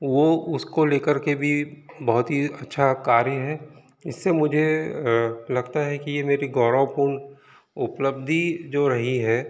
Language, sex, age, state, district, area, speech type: Hindi, male, 45-60, Madhya Pradesh, Balaghat, rural, spontaneous